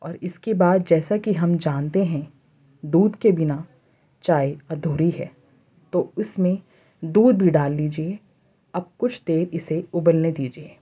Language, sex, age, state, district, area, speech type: Urdu, female, 18-30, Uttar Pradesh, Ghaziabad, urban, spontaneous